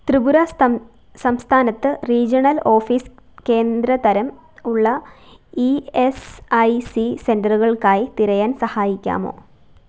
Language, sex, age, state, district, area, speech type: Malayalam, female, 18-30, Kerala, Alappuzha, rural, read